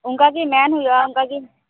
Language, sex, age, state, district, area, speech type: Santali, female, 18-30, West Bengal, Purba Bardhaman, rural, conversation